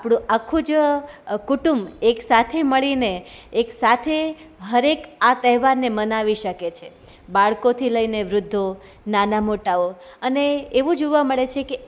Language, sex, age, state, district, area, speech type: Gujarati, female, 30-45, Gujarat, Rajkot, urban, spontaneous